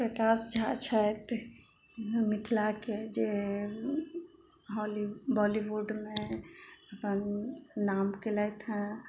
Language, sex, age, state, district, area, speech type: Maithili, female, 45-60, Bihar, Madhubani, rural, spontaneous